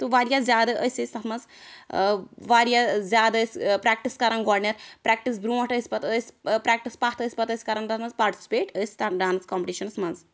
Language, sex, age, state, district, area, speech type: Kashmiri, female, 18-30, Jammu and Kashmir, Anantnag, rural, spontaneous